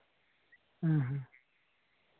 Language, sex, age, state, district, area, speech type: Santali, male, 30-45, Jharkhand, Seraikela Kharsawan, rural, conversation